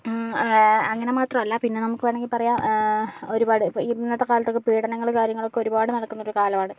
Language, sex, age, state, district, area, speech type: Malayalam, female, 60+, Kerala, Kozhikode, urban, spontaneous